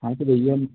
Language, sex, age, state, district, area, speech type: Hindi, male, 18-30, Madhya Pradesh, Gwalior, rural, conversation